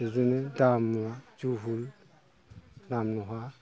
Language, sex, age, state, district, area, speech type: Bodo, male, 45-60, Assam, Chirang, rural, spontaneous